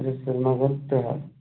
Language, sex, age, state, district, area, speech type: Kashmiri, male, 30-45, Jammu and Kashmir, Pulwama, urban, conversation